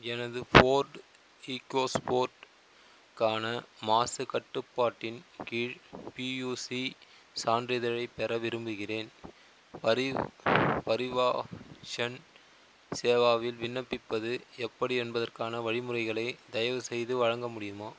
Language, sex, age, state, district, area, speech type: Tamil, male, 30-45, Tamil Nadu, Chengalpattu, rural, read